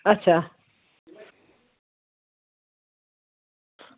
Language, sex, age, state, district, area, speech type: Dogri, female, 45-60, Jammu and Kashmir, Samba, rural, conversation